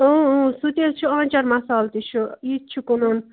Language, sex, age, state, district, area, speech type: Kashmiri, female, 30-45, Jammu and Kashmir, Ganderbal, rural, conversation